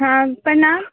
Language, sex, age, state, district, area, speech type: Maithili, female, 18-30, Bihar, Samastipur, urban, conversation